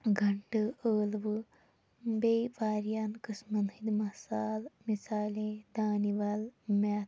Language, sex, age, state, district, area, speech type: Kashmiri, female, 30-45, Jammu and Kashmir, Shopian, urban, spontaneous